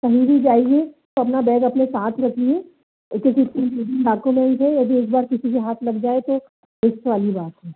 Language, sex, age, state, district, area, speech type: Hindi, male, 30-45, Madhya Pradesh, Bhopal, urban, conversation